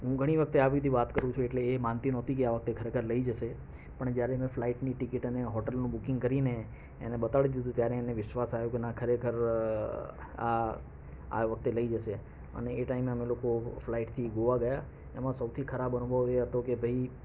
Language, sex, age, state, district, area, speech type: Gujarati, male, 45-60, Gujarat, Ahmedabad, urban, spontaneous